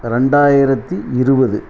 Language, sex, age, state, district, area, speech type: Tamil, male, 60+, Tamil Nadu, Dharmapuri, rural, spontaneous